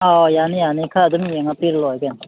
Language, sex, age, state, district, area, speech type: Manipuri, male, 45-60, Manipur, Churachandpur, rural, conversation